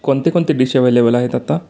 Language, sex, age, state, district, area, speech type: Marathi, male, 30-45, Maharashtra, Sangli, urban, spontaneous